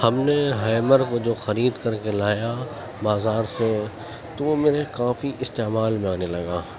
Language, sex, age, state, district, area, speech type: Urdu, male, 18-30, Uttar Pradesh, Gautam Buddha Nagar, rural, spontaneous